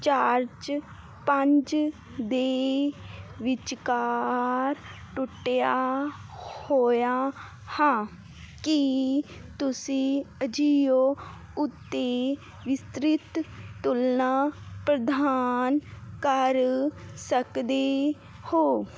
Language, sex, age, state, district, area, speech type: Punjabi, female, 18-30, Punjab, Fazilka, rural, read